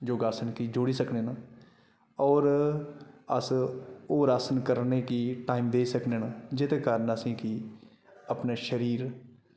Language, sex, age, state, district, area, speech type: Dogri, male, 30-45, Jammu and Kashmir, Udhampur, rural, spontaneous